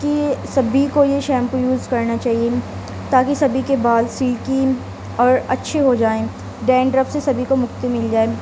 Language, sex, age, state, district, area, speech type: Urdu, female, 18-30, Delhi, Central Delhi, urban, spontaneous